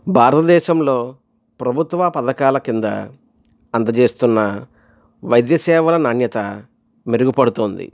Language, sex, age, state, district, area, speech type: Telugu, male, 45-60, Andhra Pradesh, East Godavari, rural, spontaneous